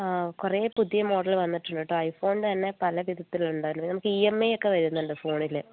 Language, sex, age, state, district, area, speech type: Malayalam, female, 45-60, Kerala, Wayanad, rural, conversation